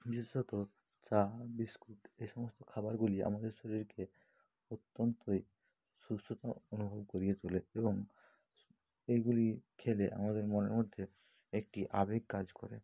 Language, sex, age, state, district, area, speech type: Bengali, male, 30-45, West Bengal, Bankura, urban, spontaneous